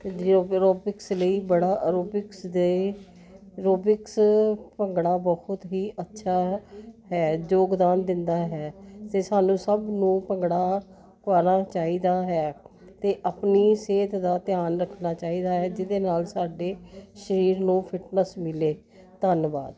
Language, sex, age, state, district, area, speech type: Punjabi, female, 60+, Punjab, Jalandhar, urban, spontaneous